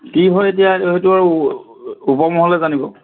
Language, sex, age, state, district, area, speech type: Assamese, male, 60+, Assam, Charaideo, urban, conversation